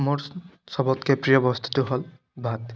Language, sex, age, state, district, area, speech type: Assamese, male, 30-45, Assam, Biswanath, rural, spontaneous